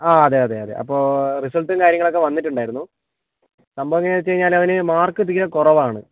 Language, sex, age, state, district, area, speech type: Malayalam, male, 30-45, Kerala, Kozhikode, urban, conversation